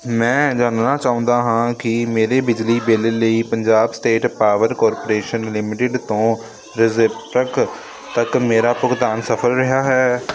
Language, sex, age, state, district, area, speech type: Punjabi, male, 18-30, Punjab, Hoshiarpur, urban, read